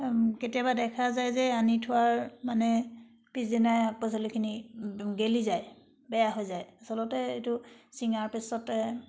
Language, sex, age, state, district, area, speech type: Assamese, female, 60+, Assam, Charaideo, urban, spontaneous